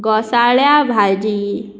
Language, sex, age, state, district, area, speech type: Goan Konkani, female, 18-30, Goa, Murmgao, urban, spontaneous